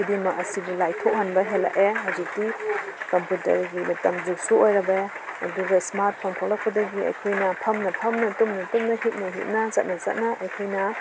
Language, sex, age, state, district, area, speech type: Manipuri, female, 30-45, Manipur, Imphal East, rural, spontaneous